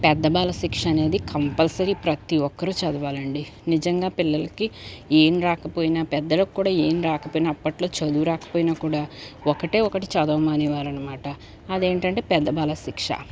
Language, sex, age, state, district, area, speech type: Telugu, female, 30-45, Andhra Pradesh, Guntur, rural, spontaneous